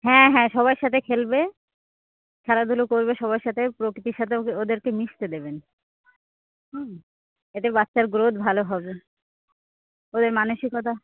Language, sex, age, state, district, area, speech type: Bengali, female, 30-45, West Bengal, Cooch Behar, urban, conversation